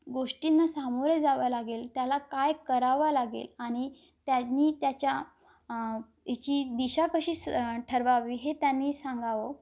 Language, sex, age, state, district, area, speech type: Marathi, female, 18-30, Maharashtra, Amravati, rural, spontaneous